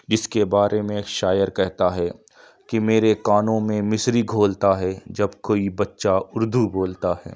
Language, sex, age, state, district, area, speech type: Urdu, male, 18-30, Uttar Pradesh, Lucknow, rural, spontaneous